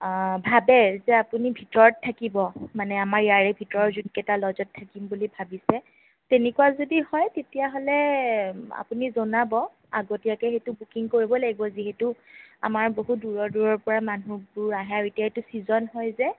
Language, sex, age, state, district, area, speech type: Assamese, female, 18-30, Assam, Sonitpur, rural, conversation